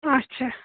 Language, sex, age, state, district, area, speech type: Kashmiri, female, 60+, Jammu and Kashmir, Pulwama, rural, conversation